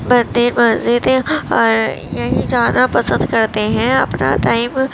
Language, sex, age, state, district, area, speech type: Urdu, female, 18-30, Uttar Pradesh, Gautam Buddha Nagar, urban, spontaneous